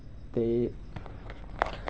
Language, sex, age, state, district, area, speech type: Dogri, male, 18-30, Jammu and Kashmir, Samba, rural, spontaneous